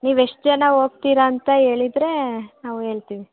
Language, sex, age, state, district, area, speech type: Kannada, female, 18-30, Karnataka, Davanagere, rural, conversation